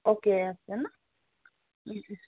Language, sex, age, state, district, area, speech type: Assamese, female, 30-45, Assam, Dibrugarh, rural, conversation